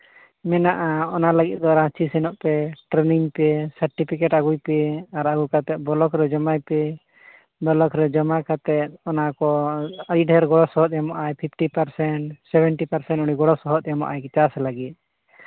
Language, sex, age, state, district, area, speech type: Santali, male, 30-45, Jharkhand, Seraikela Kharsawan, rural, conversation